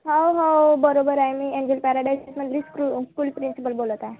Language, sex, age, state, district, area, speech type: Marathi, female, 18-30, Maharashtra, Nagpur, rural, conversation